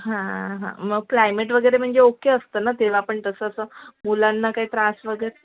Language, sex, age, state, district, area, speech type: Marathi, female, 30-45, Maharashtra, Mumbai Suburban, urban, conversation